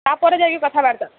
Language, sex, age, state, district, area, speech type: Odia, female, 30-45, Odisha, Sambalpur, rural, conversation